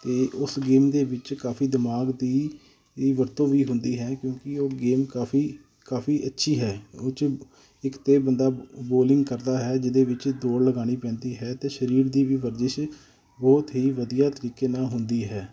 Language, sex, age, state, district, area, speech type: Punjabi, male, 30-45, Punjab, Amritsar, urban, spontaneous